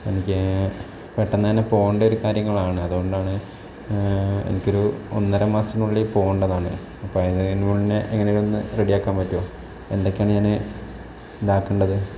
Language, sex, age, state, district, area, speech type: Malayalam, male, 30-45, Kerala, Wayanad, rural, spontaneous